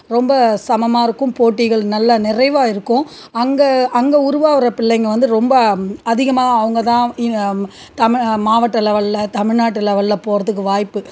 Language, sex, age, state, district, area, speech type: Tamil, female, 45-60, Tamil Nadu, Cuddalore, rural, spontaneous